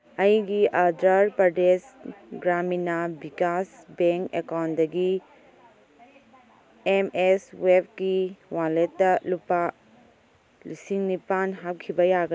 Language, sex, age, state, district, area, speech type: Manipuri, female, 30-45, Manipur, Kangpokpi, urban, read